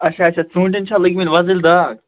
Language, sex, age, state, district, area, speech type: Kashmiri, male, 18-30, Jammu and Kashmir, Bandipora, rural, conversation